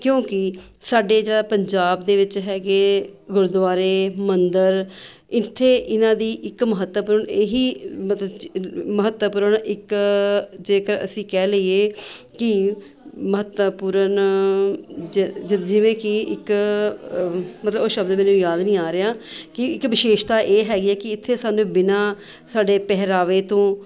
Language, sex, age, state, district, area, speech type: Punjabi, female, 30-45, Punjab, Mohali, urban, spontaneous